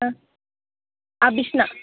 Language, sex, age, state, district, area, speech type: Malayalam, female, 18-30, Kerala, Wayanad, rural, conversation